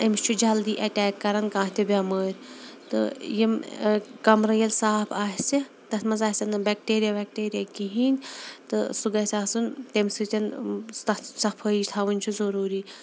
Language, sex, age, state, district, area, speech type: Kashmiri, female, 30-45, Jammu and Kashmir, Shopian, urban, spontaneous